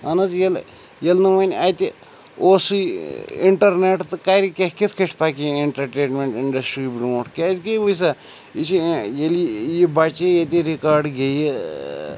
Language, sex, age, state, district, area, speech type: Kashmiri, male, 45-60, Jammu and Kashmir, Srinagar, urban, spontaneous